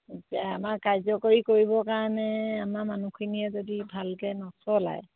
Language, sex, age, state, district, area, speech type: Assamese, female, 45-60, Assam, Sivasagar, rural, conversation